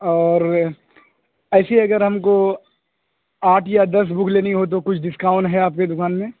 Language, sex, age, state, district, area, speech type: Urdu, male, 18-30, Bihar, Purnia, rural, conversation